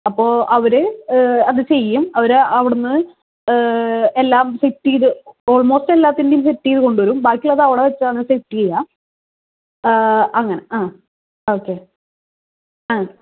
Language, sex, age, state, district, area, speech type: Malayalam, female, 18-30, Kerala, Thrissur, urban, conversation